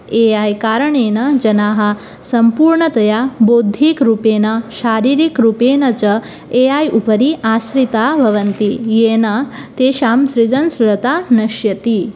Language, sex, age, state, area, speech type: Sanskrit, female, 18-30, Tripura, rural, spontaneous